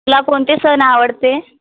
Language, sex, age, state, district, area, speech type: Marathi, female, 18-30, Maharashtra, Wardha, rural, conversation